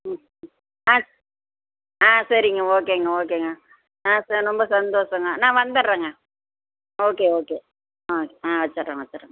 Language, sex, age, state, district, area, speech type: Tamil, female, 60+, Tamil Nadu, Perambalur, urban, conversation